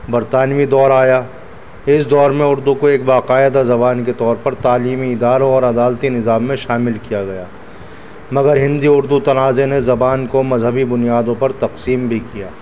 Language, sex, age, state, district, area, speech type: Urdu, male, 30-45, Delhi, New Delhi, urban, spontaneous